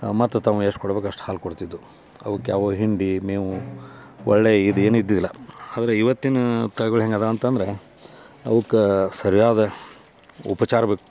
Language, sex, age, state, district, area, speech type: Kannada, male, 45-60, Karnataka, Dharwad, rural, spontaneous